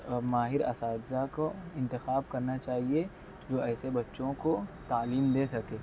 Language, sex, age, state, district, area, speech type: Urdu, male, 18-30, Maharashtra, Nashik, urban, spontaneous